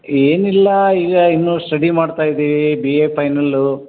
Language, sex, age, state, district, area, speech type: Kannada, male, 60+, Karnataka, Koppal, rural, conversation